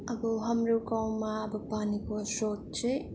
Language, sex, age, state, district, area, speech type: Nepali, female, 18-30, West Bengal, Darjeeling, rural, spontaneous